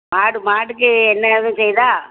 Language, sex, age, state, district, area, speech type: Tamil, female, 60+, Tamil Nadu, Thoothukudi, rural, conversation